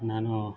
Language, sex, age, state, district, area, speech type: Kannada, male, 30-45, Karnataka, Bellary, rural, spontaneous